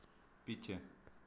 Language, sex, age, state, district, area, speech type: Hindi, male, 18-30, Rajasthan, Nagaur, rural, read